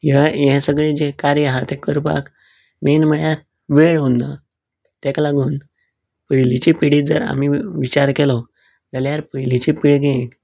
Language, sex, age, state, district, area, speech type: Goan Konkani, male, 18-30, Goa, Canacona, rural, spontaneous